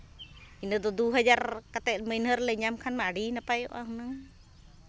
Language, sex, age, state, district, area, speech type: Santali, female, 45-60, Jharkhand, Seraikela Kharsawan, rural, spontaneous